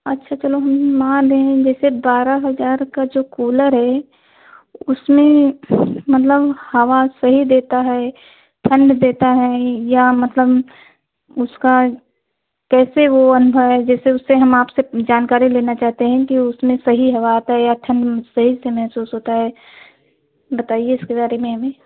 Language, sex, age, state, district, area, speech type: Hindi, female, 45-60, Uttar Pradesh, Ayodhya, rural, conversation